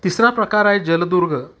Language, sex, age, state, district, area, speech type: Marathi, male, 45-60, Maharashtra, Satara, urban, spontaneous